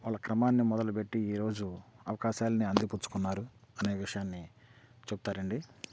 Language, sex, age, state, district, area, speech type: Telugu, male, 45-60, Andhra Pradesh, Bapatla, rural, spontaneous